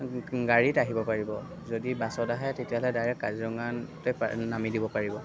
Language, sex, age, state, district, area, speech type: Assamese, male, 30-45, Assam, Darrang, rural, spontaneous